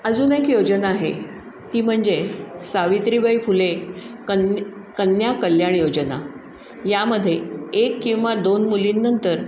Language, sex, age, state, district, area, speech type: Marathi, female, 60+, Maharashtra, Pune, urban, spontaneous